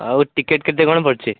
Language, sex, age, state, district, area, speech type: Odia, male, 18-30, Odisha, Cuttack, urban, conversation